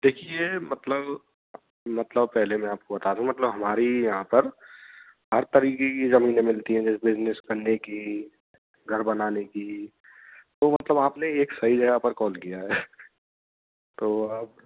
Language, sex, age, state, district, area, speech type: Hindi, male, 18-30, Rajasthan, Bharatpur, urban, conversation